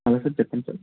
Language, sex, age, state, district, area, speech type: Telugu, female, 30-45, Andhra Pradesh, Konaseema, urban, conversation